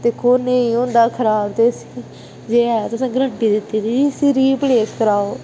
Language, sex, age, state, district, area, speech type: Dogri, female, 18-30, Jammu and Kashmir, Udhampur, urban, spontaneous